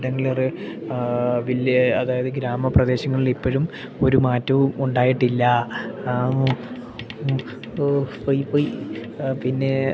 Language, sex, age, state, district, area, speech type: Malayalam, male, 18-30, Kerala, Idukki, rural, spontaneous